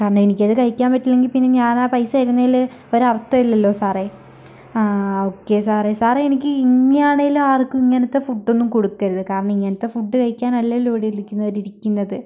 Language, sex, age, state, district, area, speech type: Malayalam, female, 18-30, Kerala, Kozhikode, rural, spontaneous